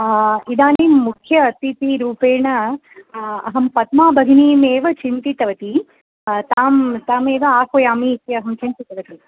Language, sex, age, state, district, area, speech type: Sanskrit, female, 45-60, Tamil Nadu, Chennai, urban, conversation